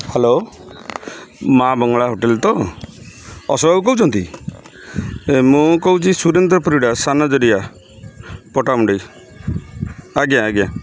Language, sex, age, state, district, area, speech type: Odia, male, 60+, Odisha, Kendrapara, urban, spontaneous